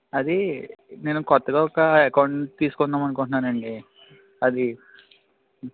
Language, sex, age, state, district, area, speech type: Telugu, male, 18-30, Andhra Pradesh, Eluru, rural, conversation